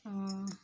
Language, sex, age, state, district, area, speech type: Odia, female, 30-45, Odisha, Sundergarh, urban, spontaneous